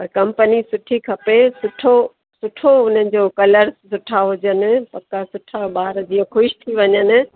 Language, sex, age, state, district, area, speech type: Sindhi, female, 60+, Uttar Pradesh, Lucknow, rural, conversation